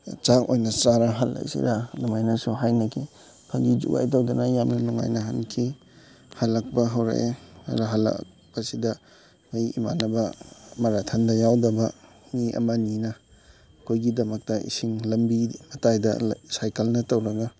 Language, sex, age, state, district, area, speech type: Manipuri, male, 18-30, Manipur, Chandel, rural, spontaneous